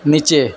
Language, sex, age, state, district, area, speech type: Bengali, male, 45-60, West Bengal, Purba Bardhaman, urban, read